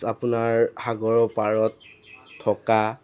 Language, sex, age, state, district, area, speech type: Assamese, male, 18-30, Assam, Jorhat, urban, spontaneous